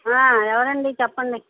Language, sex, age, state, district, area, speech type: Telugu, female, 60+, Andhra Pradesh, Krishna, urban, conversation